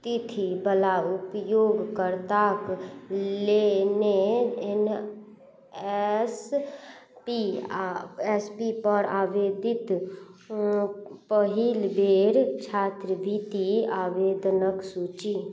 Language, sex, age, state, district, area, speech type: Maithili, female, 30-45, Bihar, Madhubani, rural, read